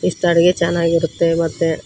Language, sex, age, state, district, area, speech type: Kannada, female, 30-45, Karnataka, Koppal, rural, spontaneous